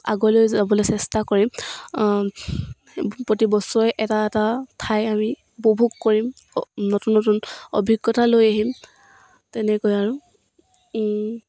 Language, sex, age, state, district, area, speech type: Assamese, female, 18-30, Assam, Dibrugarh, rural, spontaneous